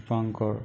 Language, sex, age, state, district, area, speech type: Assamese, male, 30-45, Assam, Nagaon, rural, spontaneous